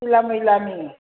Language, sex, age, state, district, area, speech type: Bodo, female, 60+, Assam, Chirang, rural, conversation